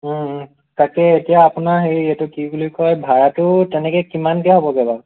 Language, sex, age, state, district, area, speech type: Assamese, male, 18-30, Assam, Morigaon, rural, conversation